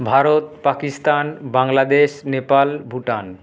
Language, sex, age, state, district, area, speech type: Bengali, male, 30-45, West Bengal, Paschim Bardhaman, urban, spontaneous